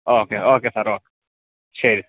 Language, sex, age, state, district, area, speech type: Malayalam, male, 30-45, Kerala, Alappuzha, rural, conversation